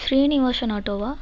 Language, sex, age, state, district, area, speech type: Tamil, female, 18-30, Tamil Nadu, Namakkal, rural, spontaneous